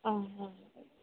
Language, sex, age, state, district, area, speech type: Odia, female, 18-30, Odisha, Sambalpur, rural, conversation